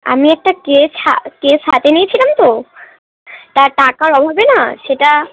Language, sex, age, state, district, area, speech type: Bengali, female, 18-30, West Bengal, Darjeeling, urban, conversation